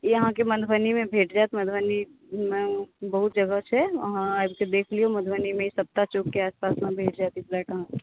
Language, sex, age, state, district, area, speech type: Maithili, female, 30-45, Bihar, Madhubani, rural, conversation